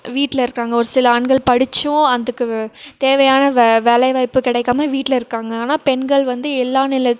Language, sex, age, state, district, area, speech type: Tamil, female, 18-30, Tamil Nadu, Krishnagiri, rural, spontaneous